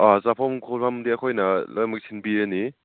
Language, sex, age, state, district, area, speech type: Manipuri, male, 30-45, Manipur, Churachandpur, rural, conversation